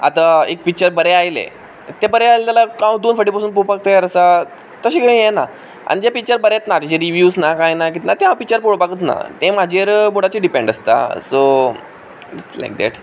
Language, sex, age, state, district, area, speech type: Goan Konkani, male, 18-30, Goa, Quepem, rural, spontaneous